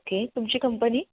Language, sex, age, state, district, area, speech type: Marathi, female, 18-30, Maharashtra, Sangli, urban, conversation